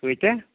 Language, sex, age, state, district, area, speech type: Kashmiri, male, 30-45, Jammu and Kashmir, Kulgam, rural, conversation